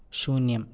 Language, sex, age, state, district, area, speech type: Sanskrit, male, 18-30, Kerala, Kannur, rural, read